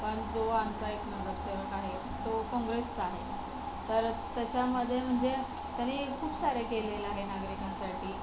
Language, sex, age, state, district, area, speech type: Marathi, female, 18-30, Maharashtra, Solapur, urban, spontaneous